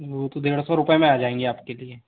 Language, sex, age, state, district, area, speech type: Hindi, male, 18-30, Madhya Pradesh, Betul, rural, conversation